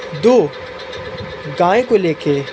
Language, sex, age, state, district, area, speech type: Hindi, male, 18-30, Uttar Pradesh, Sonbhadra, rural, spontaneous